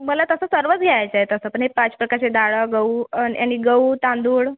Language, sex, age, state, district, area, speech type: Marathi, female, 18-30, Maharashtra, Nagpur, urban, conversation